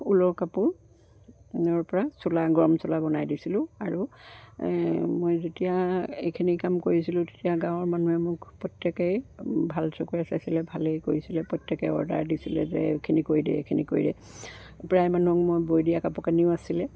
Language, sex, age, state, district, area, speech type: Assamese, female, 60+, Assam, Charaideo, rural, spontaneous